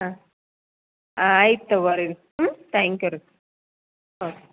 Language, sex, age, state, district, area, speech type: Kannada, female, 30-45, Karnataka, Belgaum, rural, conversation